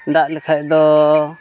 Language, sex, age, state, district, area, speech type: Santali, male, 18-30, Jharkhand, Pakur, rural, spontaneous